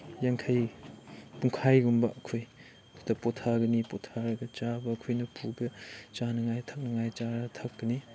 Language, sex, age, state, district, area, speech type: Manipuri, male, 18-30, Manipur, Chandel, rural, spontaneous